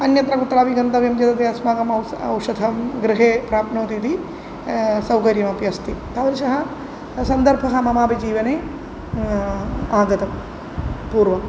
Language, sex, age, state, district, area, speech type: Sanskrit, female, 45-60, Kerala, Kozhikode, urban, spontaneous